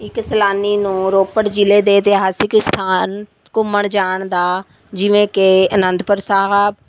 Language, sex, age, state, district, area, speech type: Punjabi, female, 45-60, Punjab, Rupnagar, rural, spontaneous